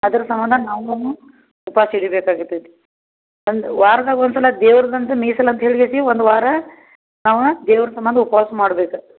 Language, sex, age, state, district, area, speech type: Kannada, female, 60+, Karnataka, Belgaum, urban, conversation